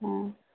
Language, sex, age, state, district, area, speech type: Odia, female, 30-45, Odisha, Sambalpur, rural, conversation